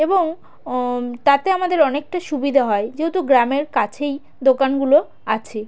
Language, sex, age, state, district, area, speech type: Bengali, female, 30-45, West Bengal, South 24 Parganas, rural, spontaneous